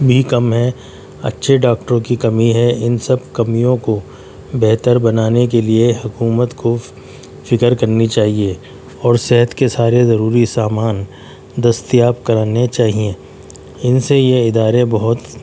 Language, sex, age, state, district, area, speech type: Urdu, male, 60+, Delhi, Central Delhi, urban, spontaneous